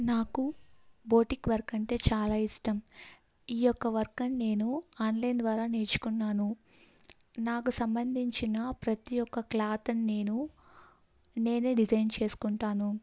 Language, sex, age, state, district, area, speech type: Telugu, female, 18-30, Andhra Pradesh, Kadapa, rural, spontaneous